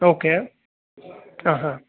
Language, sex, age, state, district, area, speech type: Kannada, male, 30-45, Karnataka, Bangalore Urban, rural, conversation